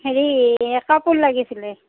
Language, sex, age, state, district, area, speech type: Assamese, female, 45-60, Assam, Darrang, rural, conversation